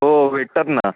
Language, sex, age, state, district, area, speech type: Marathi, male, 18-30, Maharashtra, Mumbai City, urban, conversation